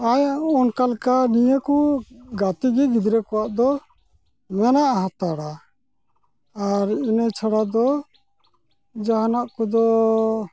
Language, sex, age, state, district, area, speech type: Santali, male, 45-60, West Bengal, Malda, rural, spontaneous